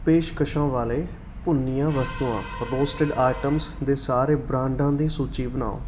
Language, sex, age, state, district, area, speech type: Punjabi, male, 18-30, Punjab, Patiala, urban, read